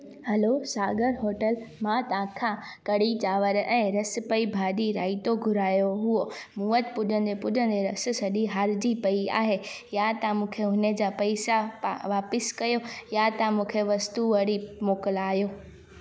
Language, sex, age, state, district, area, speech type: Sindhi, female, 18-30, Gujarat, Junagadh, rural, spontaneous